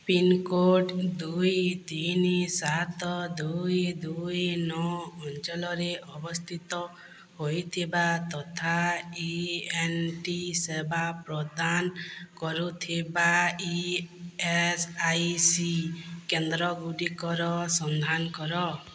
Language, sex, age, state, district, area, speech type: Odia, female, 45-60, Odisha, Boudh, rural, read